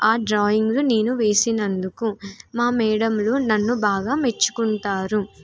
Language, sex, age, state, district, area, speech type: Telugu, female, 18-30, Telangana, Nirmal, rural, spontaneous